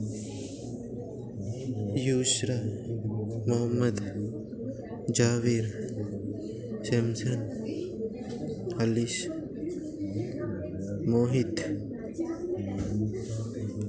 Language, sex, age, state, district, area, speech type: Goan Konkani, male, 18-30, Goa, Salcete, urban, spontaneous